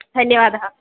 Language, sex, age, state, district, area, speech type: Sanskrit, female, 18-30, Kerala, Thrissur, urban, conversation